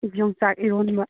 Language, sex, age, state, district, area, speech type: Manipuri, female, 30-45, Manipur, Kakching, rural, conversation